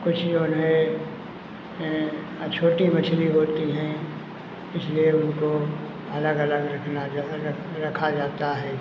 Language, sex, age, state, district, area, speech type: Hindi, male, 60+, Uttar Pradesh, Lucknow, rural, spontaneous